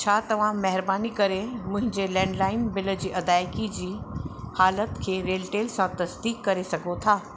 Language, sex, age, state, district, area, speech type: Sindhi, female, 60+, Uttar Pradesh, Lucknow, urban, read